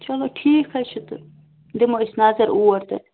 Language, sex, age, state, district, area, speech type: Kashmiri, female, 30-45, Jammu and Kashmir, Bandipora, rural, conversation